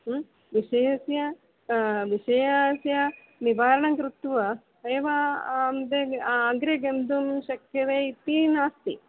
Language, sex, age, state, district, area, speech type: Sanskrit, female, 45-60, Kerala, Kollam, rural, conversation